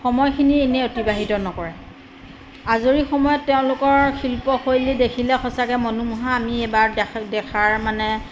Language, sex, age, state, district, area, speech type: Assamese, female, 45-60, Assam, Majuli, rural, spontaneous